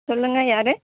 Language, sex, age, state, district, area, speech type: Tamil, female, 18-30, Tamil Nadu, Kallakurichi, rural, conversation